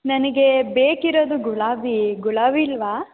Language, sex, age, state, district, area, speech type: Kannada, female, 18-30, Karnataka, Chikkaballapur, rural, conversation